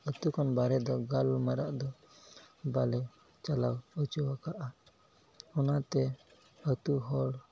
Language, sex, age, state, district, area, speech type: Santali, male, 18-30, Jharkhand, Pakur, rural, spontaneous